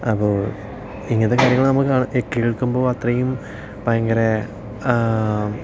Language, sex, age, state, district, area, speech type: Malayalam, male, 18-30, Kerala, Palakkad, urban, spontaneous